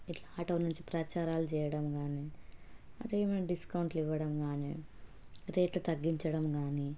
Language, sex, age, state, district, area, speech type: Telugu, female, 30-45, Telangana, Hanamkonda, rural, spontaneous